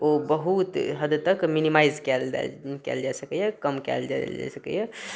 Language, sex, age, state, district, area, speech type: Maithili, male, 30-45, Bihar, Darbhanga, rural, spontaneous